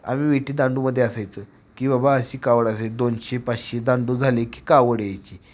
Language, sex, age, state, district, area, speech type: Marathi, male, 18-30, Maharashtra, Satara, urban, spontaneous